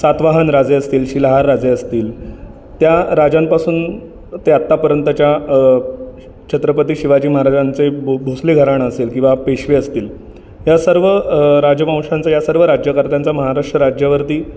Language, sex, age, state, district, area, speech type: Marathi, male, 30-45, Maharashtra, Ratnagiri, urban, spontaneous